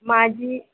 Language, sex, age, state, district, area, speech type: Marathi, female, 18-30, Maharashtra, Thane, urban, conversation